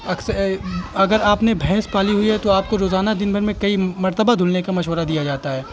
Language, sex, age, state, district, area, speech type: Urdu, male, 30-45, Uttar Pradesh, Azamgarh, rural, spontaneous